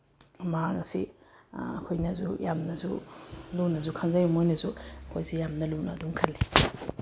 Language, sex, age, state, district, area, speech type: Manipuri, female, 30-45, Manipur, Bishnupur, rural, spontaneous